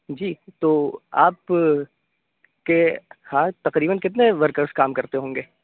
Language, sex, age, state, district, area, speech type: Urdu, male, 18-30, Uttar Pradesh, Aligarh, urban, conversation